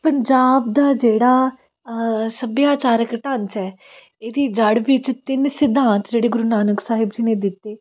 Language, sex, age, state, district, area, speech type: Punjabi, female, 18-30, Punjab, Fatehgarh Sahib, urban, spontaneous